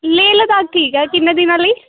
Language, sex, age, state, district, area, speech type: Punjabi, female, 18-30, Punjab, Ludhiana, rural, conversation